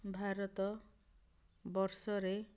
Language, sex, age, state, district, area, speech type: Odia, female, 60+, Odisha, Ganjam, urban, spontaneous